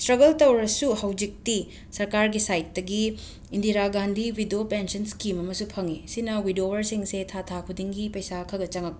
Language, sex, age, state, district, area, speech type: Manipuri, female, 30-45, Manipur, Imphal West, urban, spontaneous